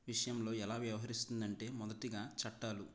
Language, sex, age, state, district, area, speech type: Telugu, male, 30-45, Andhra Pradesh, East Godavari, rural, spontaneous